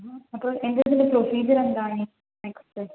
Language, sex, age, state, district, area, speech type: Malayalam, female, 30-45, Kerala, Palakkad, rural, conversation